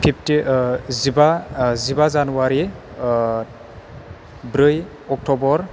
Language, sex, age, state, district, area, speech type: Bodo, male, 18-30, Assam, Chirang, rural, spontaneous